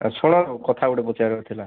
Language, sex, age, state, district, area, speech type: Odia, male, 30-45, Odisha, Kandhamal, rural, conversation